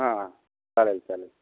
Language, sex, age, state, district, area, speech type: Marathi, male, 60+, Maharashtra, Amravati, rural, conversation